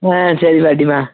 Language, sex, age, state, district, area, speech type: Tamil, male, 18-30, Tamil Nadu, Madurai, rural, conversation